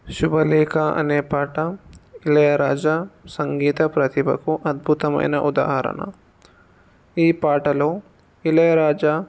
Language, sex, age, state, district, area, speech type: Telugu, male, 18-30, Telangana, Jangaon, urban, spontaneous